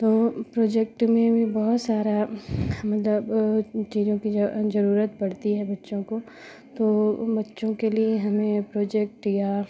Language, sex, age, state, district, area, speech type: Hindi, female, 30-45, Madhya Pradesh, Katni, urban, spontaneous